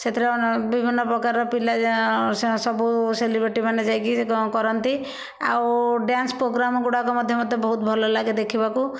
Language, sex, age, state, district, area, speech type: Odia, female, 60+, Odisha, Bhadrak, rural, spontaneous